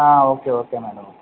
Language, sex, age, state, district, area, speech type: Malayalam, male, 30-45, Kerala, Wayanad, rural, conversation